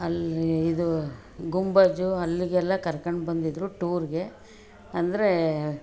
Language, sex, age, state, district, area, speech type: Kannada, female, 60+, Karnataka, Mandya, urban, spontaneous